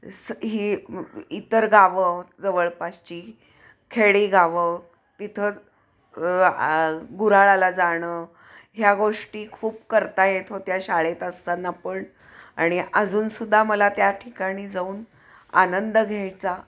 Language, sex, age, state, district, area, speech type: Marathi, female, 60+, Maharashtra, Pune, urban, spontaneous